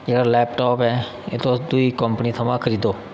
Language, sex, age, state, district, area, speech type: Dogri, male, 30-45, Jammu and Kashmir, Udhampur, rural, spontaneous